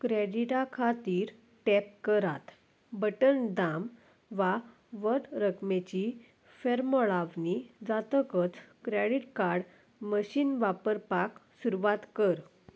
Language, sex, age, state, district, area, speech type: Goan Konkani, female, 18-30, Goa, Salcete, rural, read